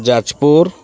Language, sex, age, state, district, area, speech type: Odia, male, 30-45, Odisha, Kendrapara, urban, spontaneous